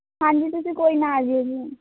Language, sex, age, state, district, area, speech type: Punjabi, female, 18-30, Punjab, Mansa, rural, conversation